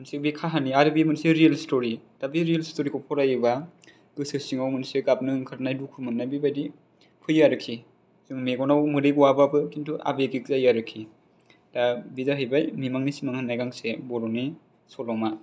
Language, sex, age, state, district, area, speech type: Bodo, male, 18-30, Assam, Chirang, urban, spontaneous